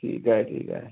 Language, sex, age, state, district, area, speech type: Marathi, male, 45-60, Maharashtra, Wardha, urban, conversation